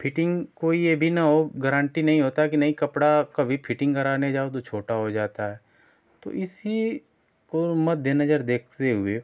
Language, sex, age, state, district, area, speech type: Hindi, male, 30-45, Uttar Pradesh, Ghazipur, urban, spontaneous